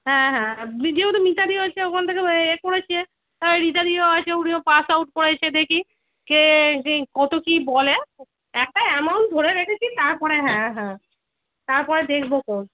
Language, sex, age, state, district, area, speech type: Bengali, female, 30-45, West Bengal, Darjeeling, rural, conversation